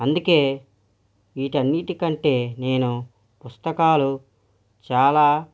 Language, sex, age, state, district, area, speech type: Telugu, male, 45-60, Andhra Pradesh, East Godavari, rural, spontaneous